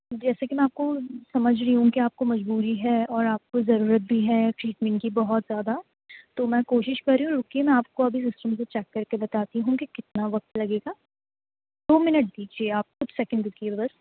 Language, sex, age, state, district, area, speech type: Urdu, female, 18-30, Delhi, East Delhi, urban, conversation